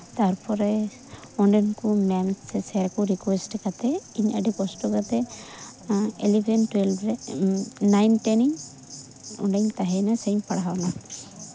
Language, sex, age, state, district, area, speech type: Santali, female, 18-30, West Bengal, Uttar Dinajpur, rural, spontaneous